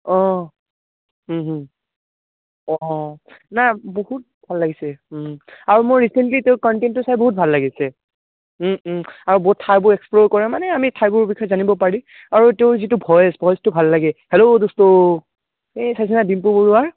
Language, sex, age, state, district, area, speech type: Assamese, male, 18-30, Assam, Barpeta, rural, conversation